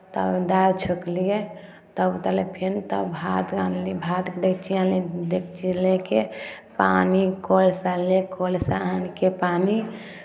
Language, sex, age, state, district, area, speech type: Maithili, female, 18-30, Bihar, Samastipur, rural, spontaneous